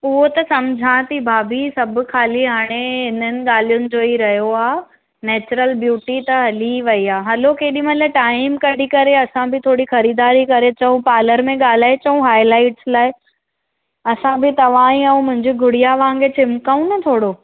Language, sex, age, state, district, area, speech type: Sindhi, female, 18-30, Maharashtra, Thane, urban, conversation